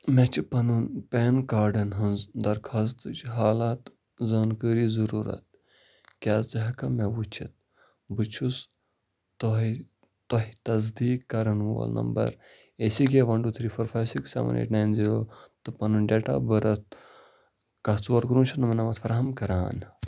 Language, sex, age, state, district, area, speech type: Kashmiri, male, 18-30, Jammu and Kashmir, Bandipora, rural, read